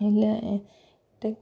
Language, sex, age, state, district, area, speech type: Malayalam, female, 30-45, Kerala, Thiruvananthapuram, rural, spontaneous